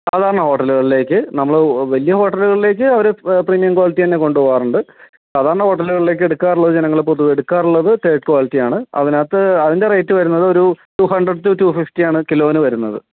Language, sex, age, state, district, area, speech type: Malayalam, male, 30-45, Kerala, Kannur, rural, conversation